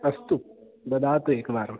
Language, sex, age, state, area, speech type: Sanskrit, male, 18-30, Rajasthan, rural, conversation